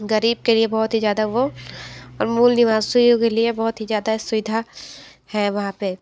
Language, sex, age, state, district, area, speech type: Hindi, female, 18-30, Uttar Pradesh, Sonbhadra, rural, spontaneous